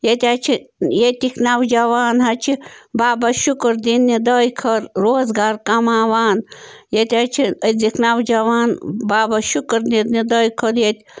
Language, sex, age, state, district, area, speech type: Kashmiri, female, 30-45, Jammu and Kashmir, Bandipora, rural, spontaneous